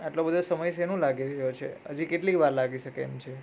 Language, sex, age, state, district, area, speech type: Gujarati, male, 30-45, Gujarat, Surat, urban, spontaneous